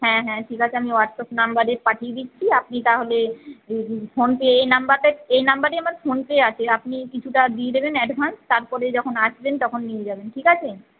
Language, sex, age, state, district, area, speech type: Bengali, female, 30-45, West Bengal, Paschim Bardhaman, urban, conversation